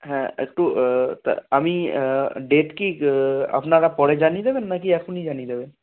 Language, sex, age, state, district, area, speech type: Bengali, male, 18-30, West Bengal, Darjeeling, rural, conversation